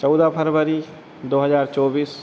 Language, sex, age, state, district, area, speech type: Hindi, male, 30-45, Madhya Pradesh, Hoshangabad, rural, spontaneous